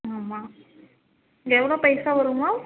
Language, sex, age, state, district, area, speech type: Tamil, female, 18-30, Tamil Nadu, Namakkal, urban, conversation